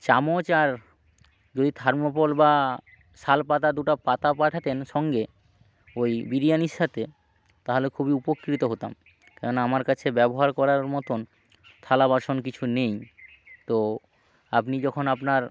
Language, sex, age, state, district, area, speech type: Bengali, male, 45-60, West Bengal, Hooghly, urban, spontaneous